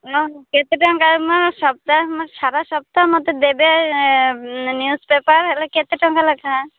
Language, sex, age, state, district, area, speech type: Odia, female, 30-45, Odisha, Malkangiri, urban, conversation